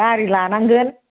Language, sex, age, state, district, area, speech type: Bodo, female, 45-60, Assam, Chirang, rural, conversation